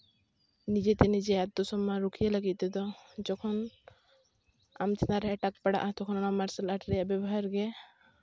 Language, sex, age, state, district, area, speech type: Santali, female, 18-30, West Bengal, Jhargram, rural, spontaneous